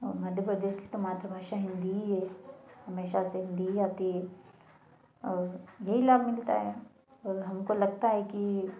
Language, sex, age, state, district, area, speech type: Hindi, female, 18-30, Madhya Pradesh, Ujjain, rural, spontaneous